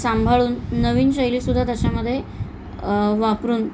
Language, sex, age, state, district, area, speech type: Marathi, female, 45-60, Maharashtra, Thane, rural, spontaneous